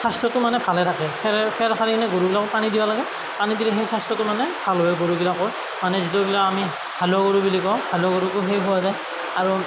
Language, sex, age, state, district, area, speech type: Assamese, male, 18-30, Assam, Darrang, rural, spontaneous